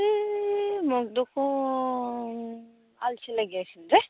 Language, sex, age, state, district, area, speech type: Assamese, female, 30-45, Assam, Goalpara, urban, conversation